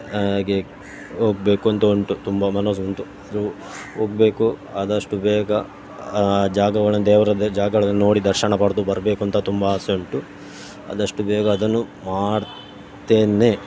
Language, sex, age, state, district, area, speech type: Kannada, male, 30-45, Karnataka, Dakshina Kannada, rural, spontaneous